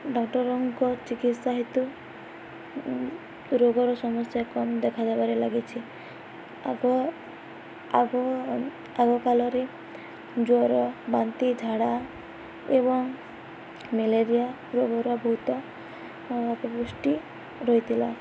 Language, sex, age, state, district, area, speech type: Odia, female, 18-30, Odisha, Balangir, urban, spontaneous